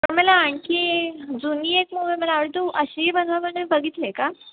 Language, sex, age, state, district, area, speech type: Marathi, female, 18-30, Maharashtra, Sindhudurg, rural, conversation